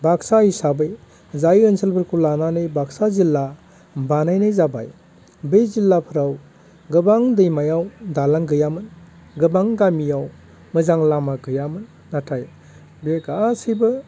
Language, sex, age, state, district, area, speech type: Bodo, male, 45-60, Assam, Baksa, rural, spontaneous